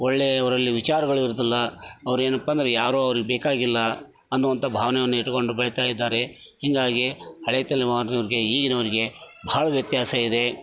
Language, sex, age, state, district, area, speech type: Kannada, male, 60+, Karnataka, Koppal, rural, spontaneous